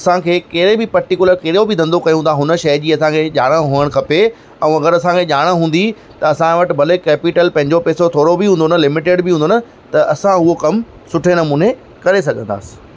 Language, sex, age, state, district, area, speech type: Sindhi, male, 30-45, Maharashtra, Thane, rural, spontaneous